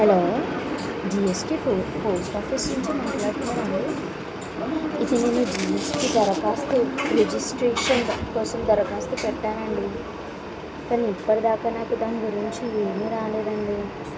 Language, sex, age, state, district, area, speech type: Telugu, female, 18-30, Telangana, Karimnagar, urban, spontaneous